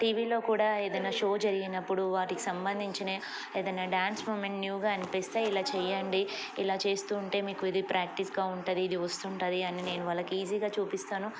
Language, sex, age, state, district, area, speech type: Telugu, female, 30-45, Telangana, Ranga Reddy, urban, spontaneous